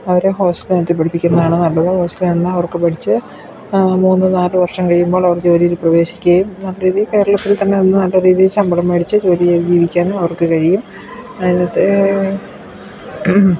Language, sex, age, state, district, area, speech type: Malayalam, female, 45-60, Kerala, Idukki, rural, spontaneous